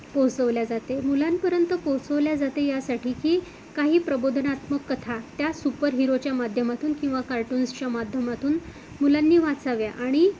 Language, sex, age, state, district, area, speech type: Marathi, female, 45-60, Maharashtra, Amravati, urban, spontaneous